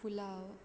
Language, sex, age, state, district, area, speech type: Goan Konkani, female, 18-30, Goa, Quepem, rural, spontaneous